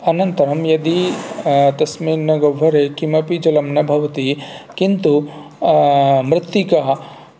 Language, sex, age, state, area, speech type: Sanskrit, male, 45-60, Rajasthan, rural, spontaneous